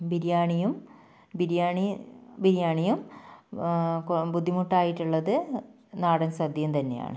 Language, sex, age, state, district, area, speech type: Malayalam, female, 30-45, Kerala, Kannur, rural, spontaneous